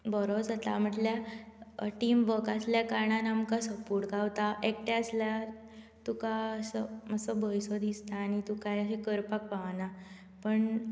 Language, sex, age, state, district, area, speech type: Goan Konkani, female, 18-30, Goa, Bardez, rural, spontaneous